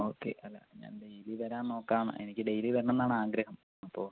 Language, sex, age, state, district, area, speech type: Malayalam, male, 18-30, Kerala, Palakkad, rural, conversation